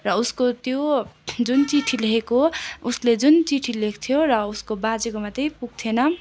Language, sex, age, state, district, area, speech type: Nepali, female, 18-30, West Bengal, Darjeeling, rural, spontaneous